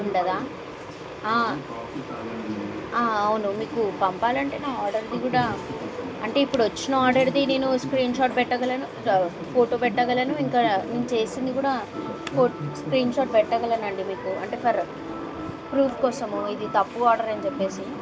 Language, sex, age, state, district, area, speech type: Telugu, female, 18-30, Telangana, Karimnagar, urban, spontaneous